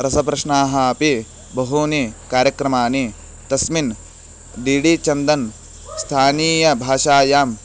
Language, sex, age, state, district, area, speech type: Sanskrit, male, 18-30, Karnataka, Bagalkot, rural, spontaneous